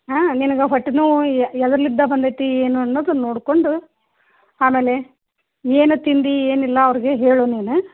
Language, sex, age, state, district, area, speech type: Kannada, female, 30-45, Karnataka, Gadag, rural, conversation